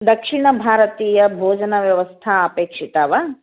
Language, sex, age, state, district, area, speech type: Sanskrit, female, 30-45, Karnataka, Shimoga, urban, conversation